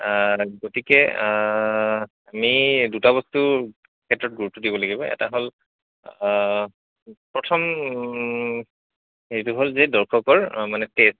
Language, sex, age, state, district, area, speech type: Assamese, male, 30-45, Assam, Goalpara, urban, conversation